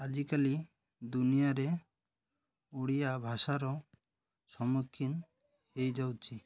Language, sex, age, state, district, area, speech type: Odia, male, 45-60, Odisha, Malkangiri, urban, spontaneous